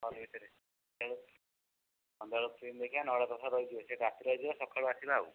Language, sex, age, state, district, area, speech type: Odia, male, 18-30, Odisha, Ganjam, urban, conversation